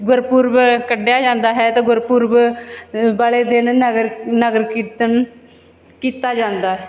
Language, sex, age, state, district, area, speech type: Punjabi, female, 30-45, Punjab, Bathinda, rural, spontaneous